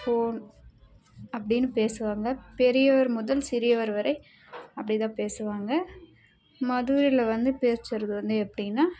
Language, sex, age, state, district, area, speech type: Tamil, female, 18-30, Tamil Nadu, Dharmapuri, rural, spontaneous